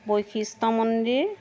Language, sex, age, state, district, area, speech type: Assamese, female, 30-45, Assam, Jorhat, urban, spontaneous